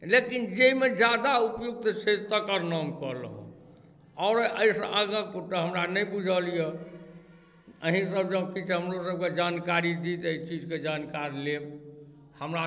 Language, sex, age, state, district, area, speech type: Maithili, male, 45-60, Bihar, Darbhanga, rural, spontaneous